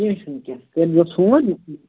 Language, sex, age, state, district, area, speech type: Kashmiri, male, 30-45, Jammu and Kashmir, Budgam, rural, conversation